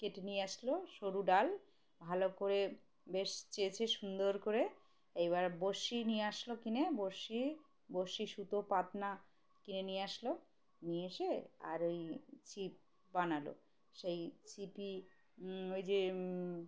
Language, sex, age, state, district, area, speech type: Bengali, female, 30-45, West Bengal, Birbhum, urban, spontaneous